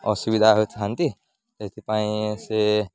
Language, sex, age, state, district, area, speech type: Odia, male, 18-30, Odisha, Nuapada, rural, spontaneous